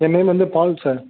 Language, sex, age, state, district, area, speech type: Tamil, male, 30-45, Tamil Nadu, Ariyalur, rural, conversation